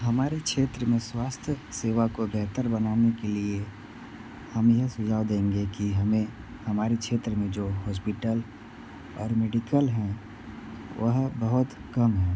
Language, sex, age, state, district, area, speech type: Hindi, male, 45-60, Uttar Pradesh, Sonbhadra, rural, spontaneous